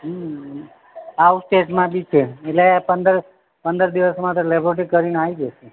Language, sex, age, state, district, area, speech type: Gujarati, male, 45-60, Gujarat, Narmada, rural, conversation